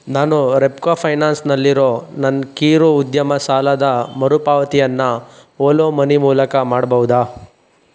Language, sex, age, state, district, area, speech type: Kannada, male, 45-60, Karnataka, Chikkaballapur, urban, read